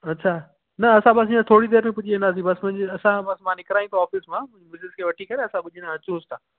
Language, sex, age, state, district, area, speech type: Sindhi, male, 18-30, Gujarat, Kutch, rural, conversation